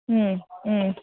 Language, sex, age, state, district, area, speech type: Kannada, female, 60+, Karnataka, Bangalore Urban, urban, conversation